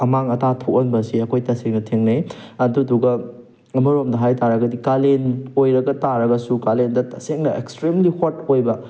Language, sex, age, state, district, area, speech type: Manipuri, male, 18-30, Manipur, Thoubal, rural, spontaneous